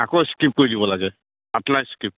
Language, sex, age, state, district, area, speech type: Assamese, male, 45-60, Assam, Charaideo, rural, conversation